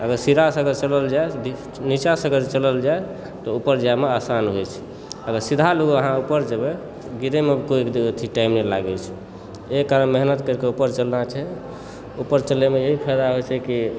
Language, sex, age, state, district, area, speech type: Maithili, male, 30-45, Bihar, Supaul, urban, spontaneous